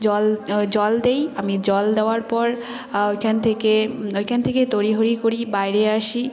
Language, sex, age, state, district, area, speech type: Bengali, female, 18-30, West Bengal, Jalpaiguri, rural, spontaneous